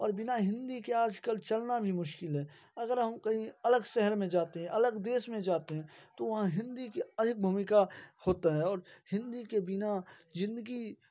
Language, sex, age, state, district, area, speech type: Hindi, male, 18-30, Bihar, Darbhanga, rural, spontaneous